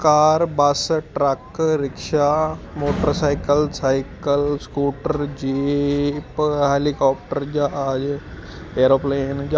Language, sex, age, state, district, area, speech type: Punjabi, male, 18-30, Punjab, Ludhiana, urban, spontaneous